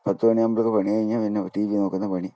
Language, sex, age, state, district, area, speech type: Malayalam, male, 60+, Kerala, Kasaragod, rural, spontaneous